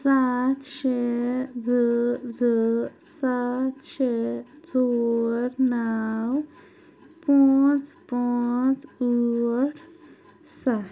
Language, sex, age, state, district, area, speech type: Kashmiri, female, 30-45, Jammu and Kashmir, Anantnag, urban, read